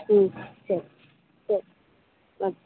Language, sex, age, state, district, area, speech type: Tamil, female, 30-45, Tamil Nadu, Ranipet, urban, conversation